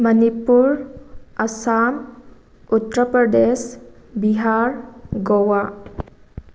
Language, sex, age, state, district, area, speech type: Manipuri, female, 18-30, Manipur, Thoubal, rural, spontaneous